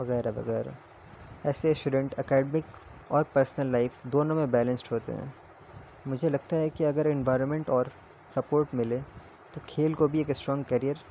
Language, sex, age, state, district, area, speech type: Urdu, male, 18-30, Delhi, North East Delhi, urban, spontaneous